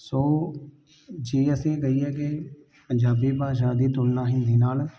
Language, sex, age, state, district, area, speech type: Punjabi, male, 30-45, Punjab, Tarn Taran, rural, spontaneous